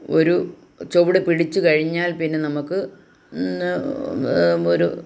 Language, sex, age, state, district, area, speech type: Malayalam, female, 60+, Kerala, Kottayam, rural, spontaneous